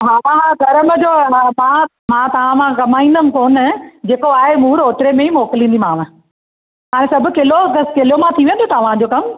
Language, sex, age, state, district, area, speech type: Sindhi, female, 45-60, Maharashtra, Pune, urban, conversation